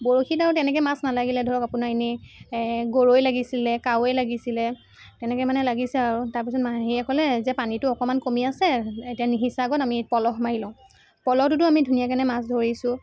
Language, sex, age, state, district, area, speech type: Assamese, female, 18-30, Assam, Sivasagar, urban, spontaneous